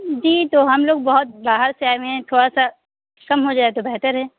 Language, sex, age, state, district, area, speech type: Urdu, female, 18-30, Uttar Pradesh, Lucknow, rural, conversation